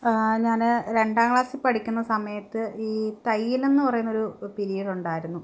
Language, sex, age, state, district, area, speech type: Malayalam, female, 18-30, Kerala, Palakkad, rural, spontaneous